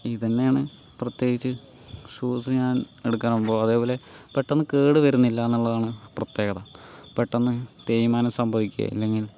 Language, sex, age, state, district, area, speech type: Malayalam, male, 45-60, Kerala, Palakkad, urban, spontaneous